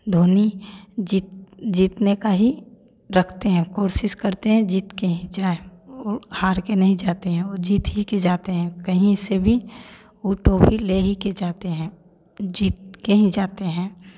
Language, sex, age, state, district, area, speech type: Hindi, female, 18-30, Bihar, Samastipur, urban, spontaneous